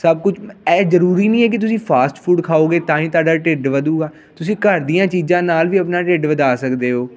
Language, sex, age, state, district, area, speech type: Punjabi, male, 18-30, Punjab, Ludhiana, rural, spontaneous